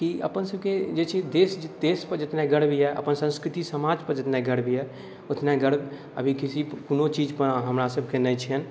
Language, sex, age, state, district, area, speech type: Maithili, male, 60+, Bihar, Purnia, urban, spontaneous